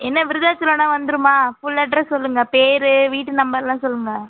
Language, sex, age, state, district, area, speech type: Tamil, female, 45-60, Tamil Nadu, Cuddalore, rural, conversation